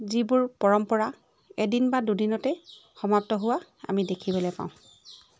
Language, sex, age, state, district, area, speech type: Assamese, female, 30-45, Assam, Charaideo, urban, spontaneous